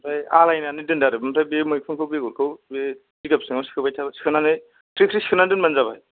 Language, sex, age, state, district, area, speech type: Bodo, male, 45-60, Assam, Kokrajhar, rural, conversation